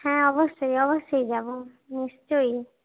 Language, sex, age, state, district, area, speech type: Bengali, female, 30-45, West Bengal, Jhargram, rural, conversation